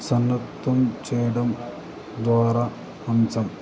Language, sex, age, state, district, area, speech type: Telugu, male, 18-30, Andhra Pradesh, Guntur, urban, spontaneous